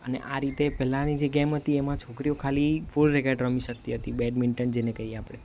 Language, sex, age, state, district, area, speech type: Gujarati, male, 18-30, Gujarat, Valsad, urban, spontaneous